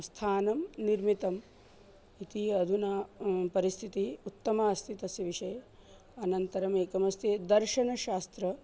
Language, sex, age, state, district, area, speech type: Sanskrit, female, 30-45, Maharashtra, Nagpur, urban, spontaneous